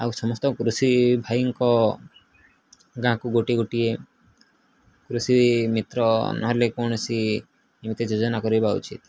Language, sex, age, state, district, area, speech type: Odia, male, 18-30, Odisha, Nuapada, urban, spontaneous